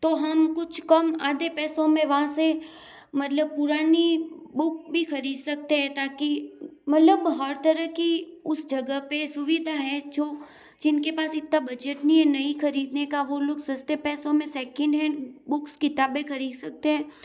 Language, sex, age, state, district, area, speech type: Hindi, female, 18-30, Rajasthan, Jodhpur, urban, spontaneous